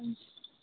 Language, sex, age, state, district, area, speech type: Nepali, female, 18-30, West Bengal, Kalimpong, rural, conversation